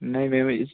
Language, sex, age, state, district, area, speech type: Hindi, male, 18-30, Madhya Pradesh, Betul, urban, conversation